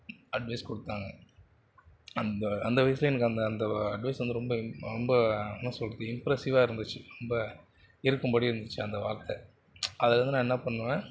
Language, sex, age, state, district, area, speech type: Tamil, male, 60+, Tamil Nadu, Mayiladuthurai, rural, spontaneous